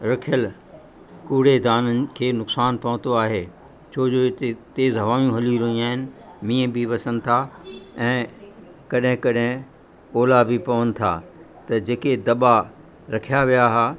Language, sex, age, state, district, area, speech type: Sindhi, male, 60+, Uttar Pradesh, Lucknow, urban, spontaneous